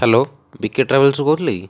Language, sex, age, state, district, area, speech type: Odia, male, 45-60, Odisha, Rayagada, rural, spontaneous